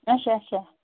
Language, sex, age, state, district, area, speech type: Kashmiri, female, 30-45, Jammu and Kashmir, Bandipora, rural, conversation